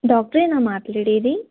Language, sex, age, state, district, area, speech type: Telugu, female, 18-30, Telangana, Sangareddy, urban, conversation